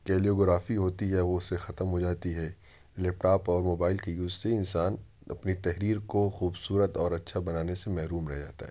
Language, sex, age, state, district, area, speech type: Urdu, male, 18-30, Uttar Pradesh, Ghaziabad, urban, spontaneous